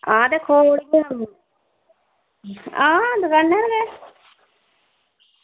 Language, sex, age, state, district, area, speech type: Dogri, female, 45-60, Jammu and Kashmir, Udhampur, rural, conversation